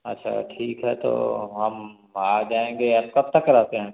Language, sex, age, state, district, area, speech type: Hindi, male, 30-45, Bihar, Samastipur, urban, conversation